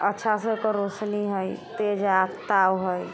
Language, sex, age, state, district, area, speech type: Maithili, female, 30-45, Bihar, Sitamarhi, urban, spontaneous